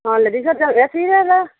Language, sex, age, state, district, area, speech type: Assamese, female, 45-60, Assam, Sivasagar, rural, conversation